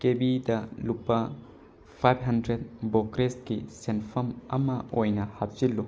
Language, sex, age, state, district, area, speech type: Manipuri, male, 18-30, Manipur, Bishnupur, rural, read